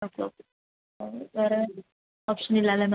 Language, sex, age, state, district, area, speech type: Malayalam, female, 18-30, Kerala, Kasaragod, rural, conversation